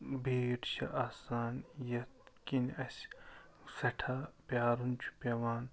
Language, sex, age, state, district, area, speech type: Kashmiri, male, 30-45, Jammu and Kashmir, Ganderbal, rural, spontaneous